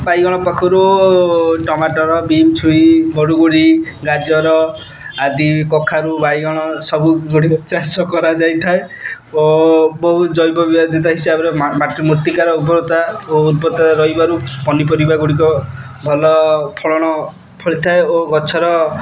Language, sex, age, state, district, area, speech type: Odia, male, 18-30, Odisha, Kendrapara, urban, spontaneous